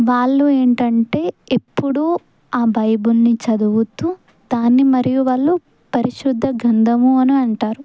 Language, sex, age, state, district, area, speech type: Telugu, female, 18-30, Telangana, Sangareddy, rural, spontaneous